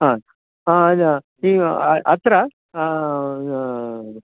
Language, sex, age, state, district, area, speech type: Sanskrit, male, 60+, Karnataka, Bangalore Urban, urban, conversation